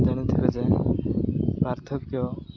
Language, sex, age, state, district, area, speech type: Odia, male, 18-30, Odisha, Koraput, urban, spontaneous